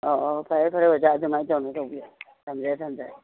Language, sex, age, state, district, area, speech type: Manipuri, female, 60+, Manipur, Imphal East, rural, conversation